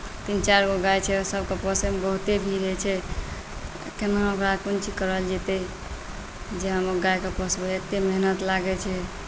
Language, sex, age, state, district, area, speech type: Maithili, female, 45-60, Bihar, Saharsa, rural, spontaneous